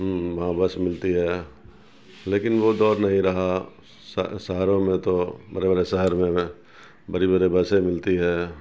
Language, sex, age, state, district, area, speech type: Urdu, male, 60+, Bihar, Supaul, rural, spontaneous